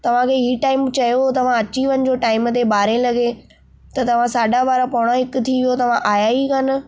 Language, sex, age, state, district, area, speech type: Sindhi, female, 18-30, Maharashtra, Mumbai Suburban, urban, spontaneous